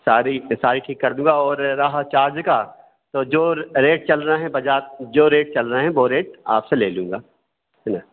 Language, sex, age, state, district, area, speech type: Hindi, male, 45-60, Madhya Pradesh, Hoshangabad, urban, conversation